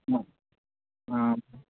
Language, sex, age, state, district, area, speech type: Telugu, male, 45-60, Andhra Pradesh, Vizianagaram, rural, conversation